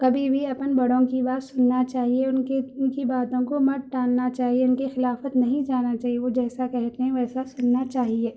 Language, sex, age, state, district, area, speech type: Urdu, female, 30-45, Telangana, Hyderabad, urban, spontaneous